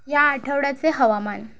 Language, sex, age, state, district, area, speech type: Marathi, female, 30-45, Maharashtra, Thane, urban, read